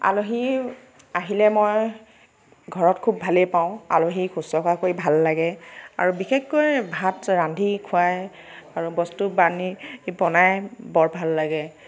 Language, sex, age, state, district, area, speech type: Assamese, female, 18-30, Assam, Nagaon, rural, spontaneous